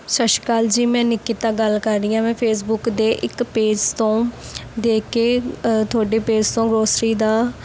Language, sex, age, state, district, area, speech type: Punjabi, female, 18-30, Punjab, Mohali, rural, spontaneous